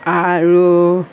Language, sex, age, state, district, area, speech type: Assamese, female, 60+, Assam, Golaghat, urban, spontaneous